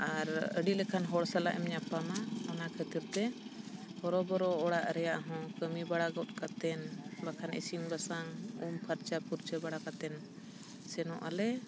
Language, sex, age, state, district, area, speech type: Santali, female, 30-45, Jharkhand, Bokaro, rural, spontaneous